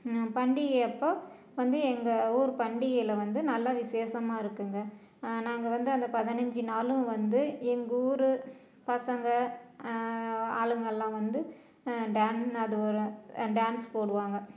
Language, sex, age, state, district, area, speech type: Tamil, female, 45-60, Tamil Nadu, Salem, rural, spontaneous